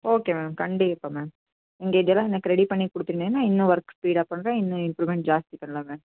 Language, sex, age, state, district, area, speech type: Tamil, female, 30-45, Tamil Nadu, Nilgiris, urban, conversation